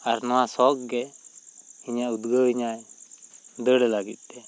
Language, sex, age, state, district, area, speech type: Santali, male, 30-45, West Bengal, Bankura, rural, spontaneous